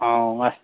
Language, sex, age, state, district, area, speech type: Manipuri, male, 60+, Manipur, Thoubal, rural, conversation